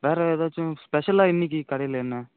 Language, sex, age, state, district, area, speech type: Tamil, male, 30-45, Tamil Nadu, Ariyalur, rural, conversation